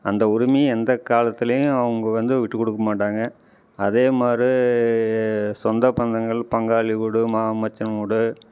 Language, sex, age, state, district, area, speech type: Tamil, male, 45-60, Tamil Nadu, Namakkal, rural, spontaneous